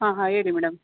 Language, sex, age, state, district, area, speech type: Kannada, female, 30-45, Karnataka, Mandya, urban, conversation